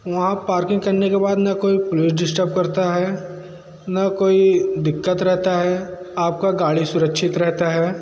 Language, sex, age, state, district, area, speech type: Hindi, male, 30-45, Uttar Pradesh, Bhadohi, urban, spontaneous